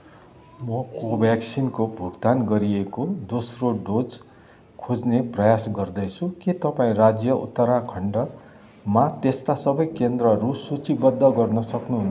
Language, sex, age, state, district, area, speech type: Nepali, male, 60+, West Bengal, Kalimpong, rural, read